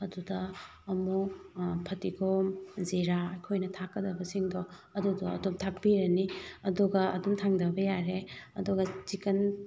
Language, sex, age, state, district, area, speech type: Manipuri, female, 30-45, Manipur, Thoubal, rural, spontaneous